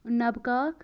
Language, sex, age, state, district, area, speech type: Kashmiri, female, 18-30, Jammu and Kashmir, Bandipora, rural, spontaneous